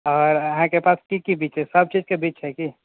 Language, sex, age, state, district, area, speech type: Maithili, male, 18-30, Bihar, Purnia, urban, conversation